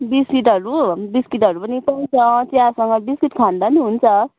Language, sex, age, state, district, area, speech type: Nepali, male, 60+, West Bengal, Kalimpong, rural, conversation